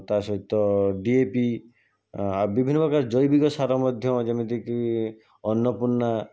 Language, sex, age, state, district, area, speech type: Odia, male, 45-60, Odisha, Jajpur, rural, spontaneous